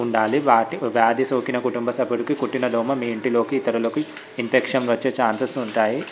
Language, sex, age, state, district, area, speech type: Telugu, male, 18-30, Telangana, Vikarabad, urban, spontaneous